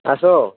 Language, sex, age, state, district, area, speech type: Odia, male, 30-45, Odisha, Sambalpur, rural, conversation